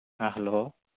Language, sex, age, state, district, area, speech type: Manipuri, male, 30-45, Manipur, Kangpokpi, urban, conversation